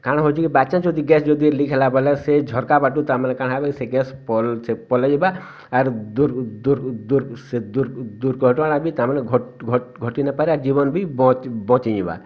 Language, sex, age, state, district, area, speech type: Odia, male, 60+, Odisha, Bargarh, rural, spontaneous